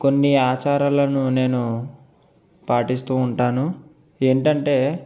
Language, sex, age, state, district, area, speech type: Telugu, male, 18-30, Andhra Pradesh, East Godavari, urban, spontaneous